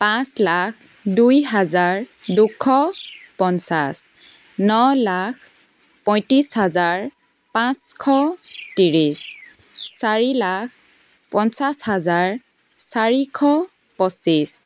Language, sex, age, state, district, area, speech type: Assamese, female, 18-30, Assam, Tinsukia, urban, spontaneous